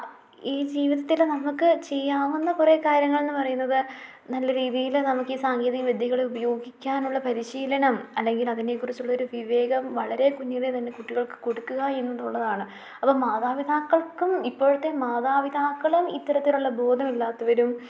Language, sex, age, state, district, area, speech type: Malayalam, female, 30-45, Kerala, Idukki, rural, spontaneous